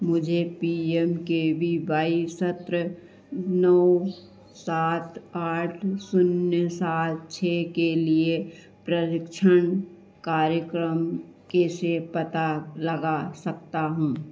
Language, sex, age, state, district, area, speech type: Hindi, female, 60+, Madhya Pradesh, Harda, urban, read